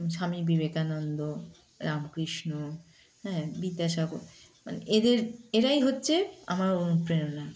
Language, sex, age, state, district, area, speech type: Bengali, female, 45-60, West Bengal, Darjeeling, rural, spontaneous